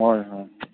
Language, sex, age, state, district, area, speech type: Manipuri, male, 18-30, Manipur, Kangpokpi, urban, conversation